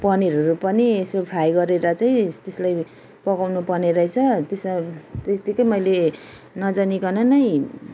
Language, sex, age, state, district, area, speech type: Nepali, female, 30-45, West Bengal, Darjeeling, rural, spontaneous